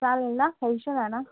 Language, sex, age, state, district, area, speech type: Marathi, female, 30-45, Maharashtra, Mumbai Suburban, urban, conversation